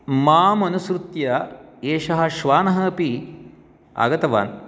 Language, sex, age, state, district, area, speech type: Sanskrit, male, 60+, Karnataka, Shimoga, urban, spontaneous